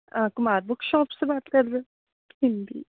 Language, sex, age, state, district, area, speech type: Punjabi, female, 18-30, Punjab, Kapurthala, urban, conversation